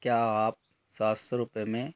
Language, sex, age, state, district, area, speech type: Hindi, male, 45-60, Madhya Pradesh, Betul, rural, read